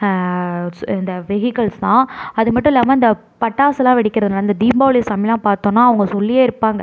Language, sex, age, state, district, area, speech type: Tamil, female, 18-30, Tamil Nadu, Tiruvarur, urban, spontaneous